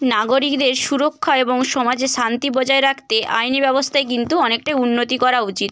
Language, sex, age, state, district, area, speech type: Bengali, female, 18-30, West Bengal, Bankura, urban, spontaneous